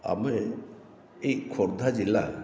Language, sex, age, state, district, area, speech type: Odia, male, 60+, Odisha, Khordha, rural, spontaneous